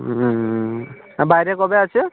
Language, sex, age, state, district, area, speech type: Bengali, male, 45-60, West Bengal, South 24 Parganas, rural, conversation